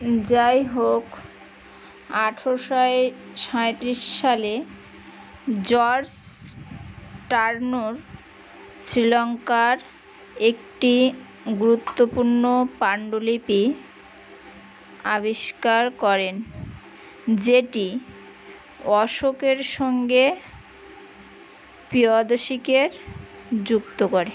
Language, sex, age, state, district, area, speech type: Bengali, female, 30-45, West Bengal, Birbhum, urban, read